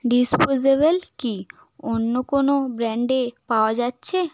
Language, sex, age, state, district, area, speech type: Bengali, female, 18-30, West Bengal, South 24 Parganas, rural, read